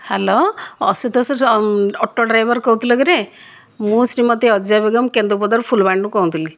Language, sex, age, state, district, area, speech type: Odia, female, 60+, Odisha, Kandhamal, rural, spontaneous